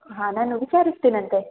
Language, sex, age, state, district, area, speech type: Kannada, female, 18-30, Karnataka, Chikkamagaluru, rural, conversation